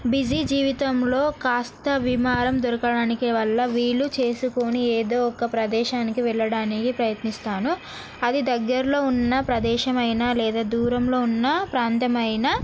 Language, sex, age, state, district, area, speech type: Telugu, female, 18-30, Telangana, Narayanpet, urban, spontaneous